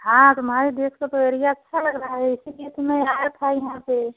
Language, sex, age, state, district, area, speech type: Hindi, female, 45-60, Uttar Pradesh, Prayagraj, rural, conversation